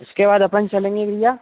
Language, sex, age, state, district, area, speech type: Hindi, male, 18-30, Madhya Pradesh, Seoni, urban, conversation